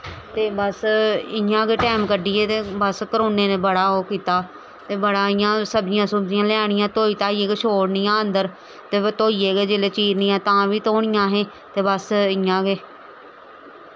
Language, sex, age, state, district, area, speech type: Dogri, female, 30-45, Jammu and Kashmir, Samba, urban, spontaneous